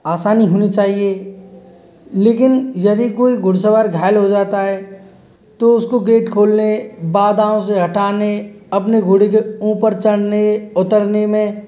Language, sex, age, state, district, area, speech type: Hindi, male, 45-60, Rajasthan, Karauli, rural, spontaneous